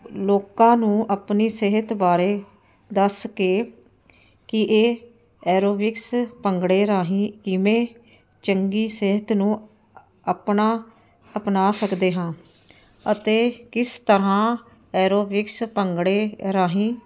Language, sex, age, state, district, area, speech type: Punjabi, female, 45-60, Punjab, Ludhiana, urban, spontaneous